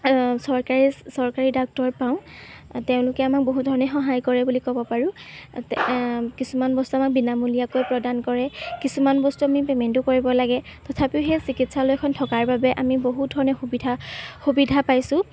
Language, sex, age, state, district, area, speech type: Assamese, female, 18-30, Assam, Golaghat, urban, spontaneous